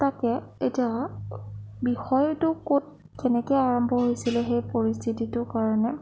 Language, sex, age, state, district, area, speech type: Assamese, female, 18-30, Assam, Sonitpur, rural, spontaneous